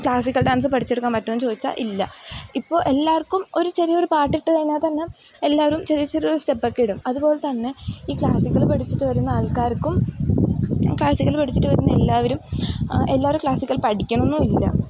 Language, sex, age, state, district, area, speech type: Malayalam, female, 18-30, Kerala, Idukki, rural, spontaneous